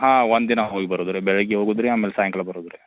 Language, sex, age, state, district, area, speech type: Kannada, male, 30-45, Karnataka, Belgaum, rural, conversation